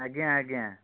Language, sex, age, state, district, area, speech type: Odia, male, 30-45, Odisha, Bhadrak, rural, conversation